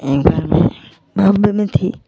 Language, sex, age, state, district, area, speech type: Hindi, female, 30-45, Uttar Pradesh, Jaunpur, rural, spontaneous